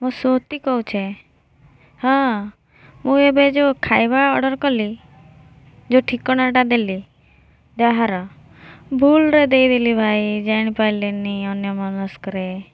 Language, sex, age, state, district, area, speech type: Odia, female, 30-45, Odisha, Boudh, rural, spontaneous